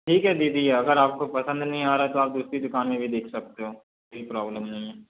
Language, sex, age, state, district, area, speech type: Hindi, male, 60+, Madhya Pradesh, Balaghat, rural, conversation